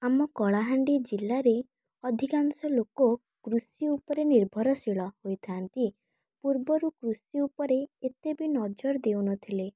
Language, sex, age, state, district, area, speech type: Odia, female, 18-30, Odisha, Kalahandi, rural, spontaneous